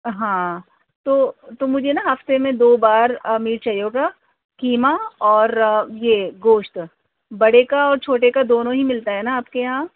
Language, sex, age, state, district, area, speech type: Urdu, female, 45-60, Delhi, North East Delhi, urban, conversation